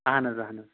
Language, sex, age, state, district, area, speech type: Kashmiri, male, 30-45, Jammu and Kashmir, Anantnag, rural, conversation